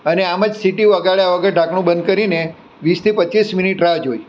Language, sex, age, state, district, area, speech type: Gujarati, male, 60+, Gujarat, Surat, urban, spontaneous